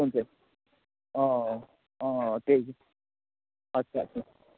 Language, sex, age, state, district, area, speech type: Nepali, male, 18-30, West Bengal, Kalimpong, rural, conversation